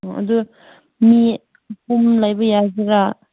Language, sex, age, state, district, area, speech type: Manipuri, female, 18-30, Manipur, Kangpokpi, rural, conversation